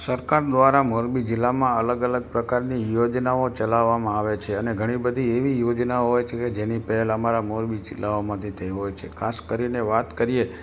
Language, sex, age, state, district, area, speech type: Gujarati, male, 60+, Gujarat, Morbi, rural, spontaneous